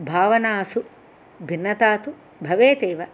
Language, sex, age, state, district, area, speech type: Sanskrit, female, 60+, Andhra Pradesh, Chittoor, urban, spontaneous